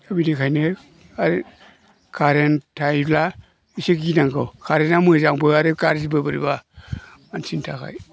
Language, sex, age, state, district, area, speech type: Bodo, male, 60+, Assam, Chirang, urban, spontaneous